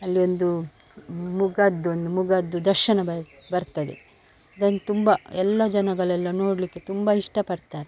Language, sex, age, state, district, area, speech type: Kannada, female, 45-60, Karnataka, Dakshina Kannada, rural, spontaneous